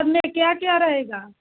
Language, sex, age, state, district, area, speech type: Hindi, female, 45-60, Uttar Pradesh, Mau, rural, conversation